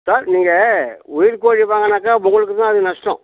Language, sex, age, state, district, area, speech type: Tamil, male, 45-60, Tamil Nadu, Kallakurichi, rural, conversation